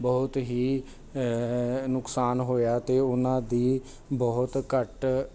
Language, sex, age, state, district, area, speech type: Punjabi, male, 30-45, Punjab, Jalandhar, urban, spontaneous